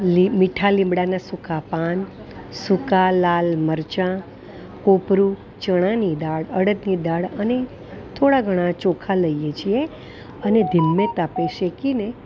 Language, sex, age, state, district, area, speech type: Gujarati, female, 60+, Gujarat, Valsad, urban, spontaneous